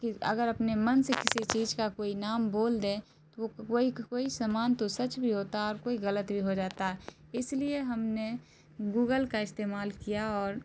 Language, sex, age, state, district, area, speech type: Urdu, female, 18-30, Bihar, Darbhanga, rural, spontaneous